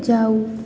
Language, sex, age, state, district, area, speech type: Nepali, female, 18-30, West Bengal, Jalpaiguri, rural, read